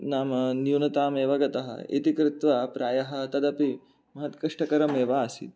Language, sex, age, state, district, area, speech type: Sanskrit, male, 18-30, Maharashtra, Mumbai City, urban, spontaneous